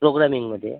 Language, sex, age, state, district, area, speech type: Marathi, male, 45-60, Maharashtra, Amravati, rural, conversation